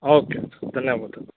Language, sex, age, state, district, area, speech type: Kannada, male, 18-30, Karnataka, Davanagere, rural, conversation